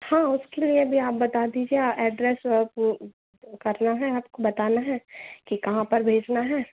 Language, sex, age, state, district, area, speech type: Hindi, female, 18-30, Madhya Pradesh, Narsinghpur, urban, conversation